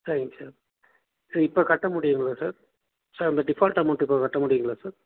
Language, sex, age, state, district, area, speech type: Tamil, male, 18-30, Tamil Nadu, Nilgiris, rural, conversation